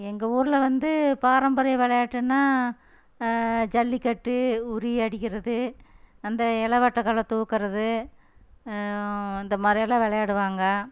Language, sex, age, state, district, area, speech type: Tamil, female, 60+, Tamil Nadu, Erode, rural, spontaneous